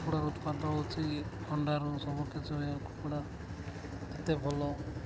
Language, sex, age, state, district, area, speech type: Odia, male, 18-30, Odisha, Nabarangpur, urban, spontaneous